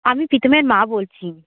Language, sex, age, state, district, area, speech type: Bengali, female, 60+, West Bengal, Nadia, rural, conversation